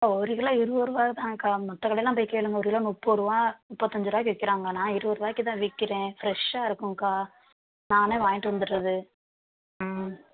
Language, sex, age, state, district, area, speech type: Tamil, female, 18-30, Tamil Nadu, Madurai, rural, conversation